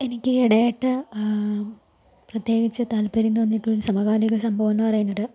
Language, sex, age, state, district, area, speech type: Malayalam, female, 30-45, Kerala, Palakkad, rural, spontaneous